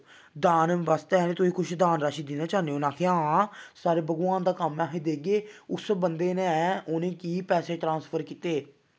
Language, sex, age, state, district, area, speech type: Dogri, male, 18-30, Jammu and Kashmir, Samba, rural, spontaneous